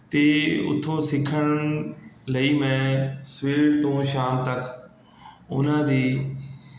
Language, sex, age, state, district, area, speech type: Punjabi, male, 30-45, Punjab, Mohali, urban, spontaneous